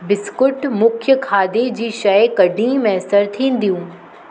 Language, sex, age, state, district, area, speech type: Sindhi, female, 30-45, Maharashtra, Mumbai Suburban, urban, read